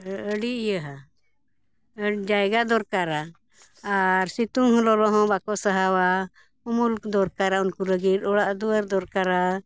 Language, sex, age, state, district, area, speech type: Santali, female, 60+, Jharkhand, Bokaro, rural, spontaneous